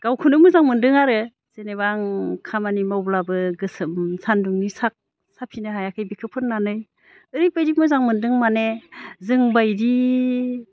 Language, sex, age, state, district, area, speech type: Bodo, female, 45-60, Assam, Baksa, rural, spontaneous